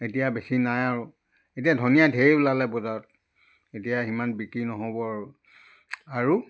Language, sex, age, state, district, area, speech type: Assamese, male, 60+, Assam, Charaideo, rural, spontaneous